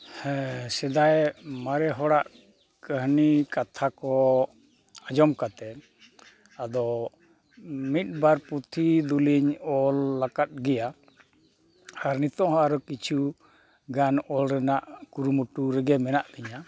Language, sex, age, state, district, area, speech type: Santali, male, 60+, Jharkhand, East Singhbhum, rural, spontaneous